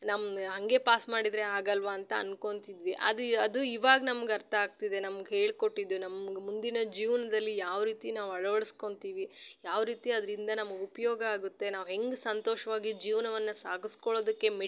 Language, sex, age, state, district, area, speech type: Kannada, female, 30-45, Karnataka, Chitradurga, rural, spontaneous